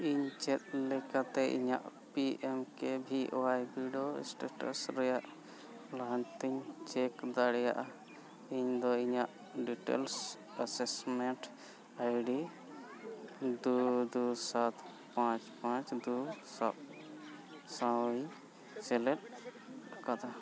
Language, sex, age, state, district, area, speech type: Santali, male, 45-60, Jharkhand, Bokaro, rural, read